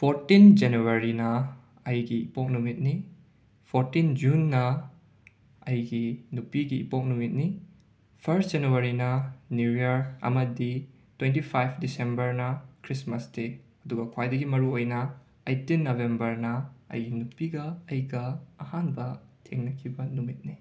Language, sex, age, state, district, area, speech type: Manipuri, male, 18-30, Manipur, Imphal West, rural, spontaneous